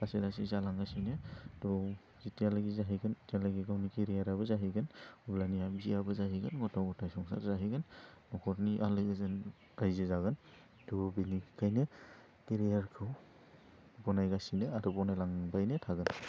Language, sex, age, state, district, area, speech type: Bodo, male, 18-30, Assam, Udalguri, urban, spontaneous